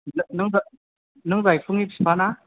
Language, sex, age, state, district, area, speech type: Bodo, male, 18-30, Assam, Chirang, rural, conversation